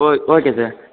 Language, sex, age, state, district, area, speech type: Tamil, male, 18-30, Tamil Nadu, Ranipet, rural, conversation